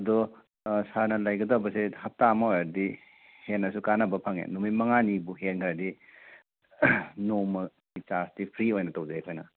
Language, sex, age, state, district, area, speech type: Manipuri, male, 30-45, Manipur, Churachandpur, rural, conversation